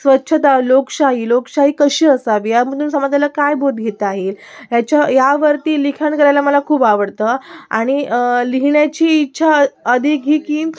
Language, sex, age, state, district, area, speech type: Marathi, female, 18-30, Maharashtra, Sindhudurg, urban, spontaneous